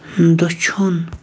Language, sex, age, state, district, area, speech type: Kashmiri, male, 18-30, Jammu and Kashmir, Kulgam, rural, read